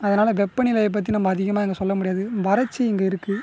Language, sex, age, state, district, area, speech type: Tamil, male, 18-30, Tamil Nadu, Cuddalore, rural, spontaneous